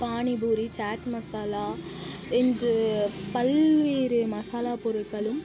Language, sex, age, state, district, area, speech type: Tamil, female, 45-60, Tamil Nadu, Mayiladuthurai, rural, spontaneous